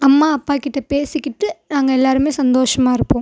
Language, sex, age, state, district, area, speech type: Tamil, female, 18-30, Tamil Nadu, Tiruchirappalli, rural, spontaneous